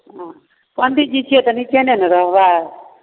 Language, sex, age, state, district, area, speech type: Maithili, female, 45-60, Bihar, Darbhanga, rural, conversation